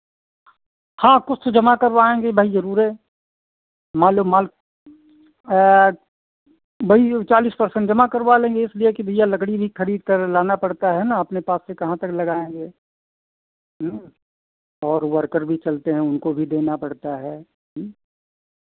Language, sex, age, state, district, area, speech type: Hindi, male, 60+, Uttar Pradesh, Sitapur, rural, conversation